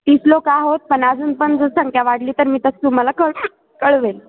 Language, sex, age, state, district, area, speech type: Marathi, female, 18-30, Maharashtra, Ahmednagar, rural, conversation